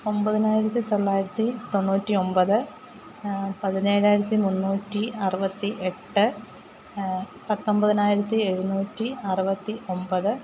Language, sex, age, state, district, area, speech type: Malayalam, female, 30-45, Kerala, Alappuzha, rural, spontaneous